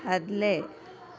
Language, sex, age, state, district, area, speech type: Goan Konkani, female, 30-45, Goa, Ponda, rural, read